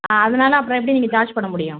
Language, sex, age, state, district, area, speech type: Tamil, female, 18-30, Tamil Nadu, Nagapattinam, rural, conversation